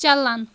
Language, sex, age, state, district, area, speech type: Kashmiri, female, 18-30, Jammu and Kashmir, Kulgam, rural, read